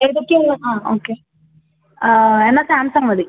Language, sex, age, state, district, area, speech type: Malayalam, female, 18-30, Kerala, Palakkad, rural, conversation